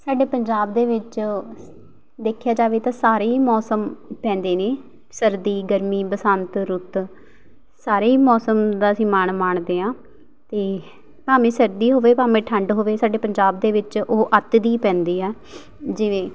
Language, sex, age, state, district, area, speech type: Punjabi, female, 18-30, Punjab, Patiala, urban, spontaneous